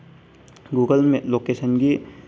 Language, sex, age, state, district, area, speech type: Manipuri, male, 18-30, Manipur, Bishnupur, rural, spontaneous